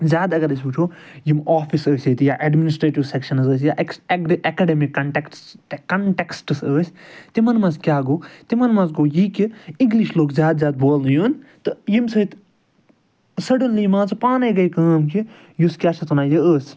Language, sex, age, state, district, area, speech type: Kashmiri, male, 45-60, Jammu and Kashmir, Ganderbal, urban, spontaneous